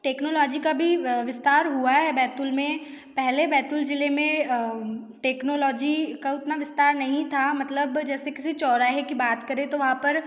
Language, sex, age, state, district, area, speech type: Hindi, female, 30-45, Madhya Pradesh, Betul, rural, spontaneous